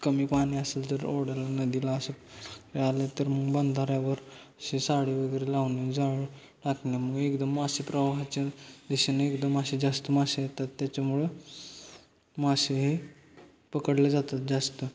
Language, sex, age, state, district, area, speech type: Marathi, male, 18-30, Maharashtra, Satara, urban, spontaneous